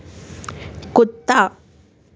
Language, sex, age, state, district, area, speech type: Hindi, female, 18-30, Madhya Pradesh, Jabalpur, urban, read